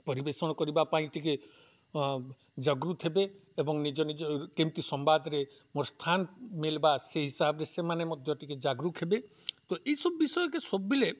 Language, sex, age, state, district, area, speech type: Odia, male, 45-60, Odisha, Nuapada, rural, spontaneous